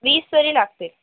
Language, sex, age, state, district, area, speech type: Marathi, female, 18-30, Maharashtra, Nanded, rural, conversation